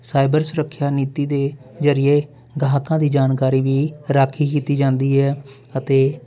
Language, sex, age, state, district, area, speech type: Punjabi, male, 30-45, Punjab, Jalandhar, urban, spontaneous